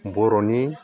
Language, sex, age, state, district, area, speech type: Bodo, male, 60+, Assam, Chirang, urban, spontaneous